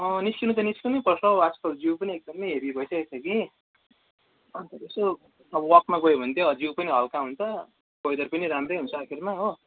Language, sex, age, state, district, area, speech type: Nepali, male, 18-30, West Bengal, Darjeeling, rural, conversation